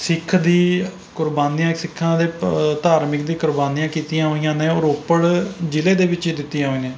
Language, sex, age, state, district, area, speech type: Punjabi, male, 30-45, Punjab, Rupnagar, rural, spontaneous